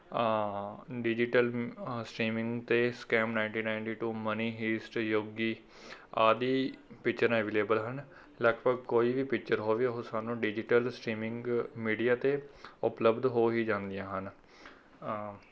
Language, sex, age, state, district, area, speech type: Punjabi, male, 18-30, Punjab, Rupnagar, urban, spontaneous